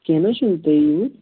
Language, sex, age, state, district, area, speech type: Kashmiri, male, 30-45, Jammu and Kashmir, Budgam, rural, conversation